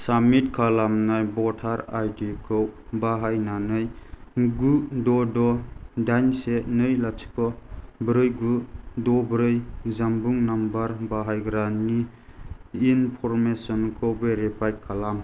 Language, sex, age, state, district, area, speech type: Bodo, male, 30-45, Assam, Kokrajhar, rural, read